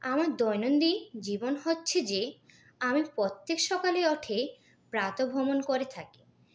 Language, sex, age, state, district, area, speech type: Bengali, female, 18-30, West Bengal, Purulia, urban, spontaneous